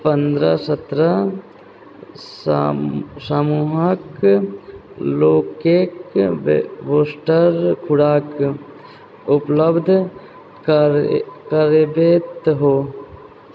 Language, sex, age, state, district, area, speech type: Maithili, female, 30-45, Bihar, Purnia, rural, read